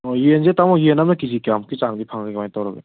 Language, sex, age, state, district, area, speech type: Manipuri, male, 18-30, Manipur, Kangpokpi, urban, conversation